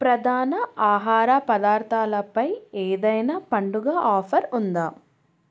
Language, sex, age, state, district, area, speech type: Telugu, female, 18-30, Telangana, Hyderabad, urban, read